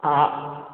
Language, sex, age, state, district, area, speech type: Sindhi, male, 60+, Gujarat, Junagadh, rural, conversation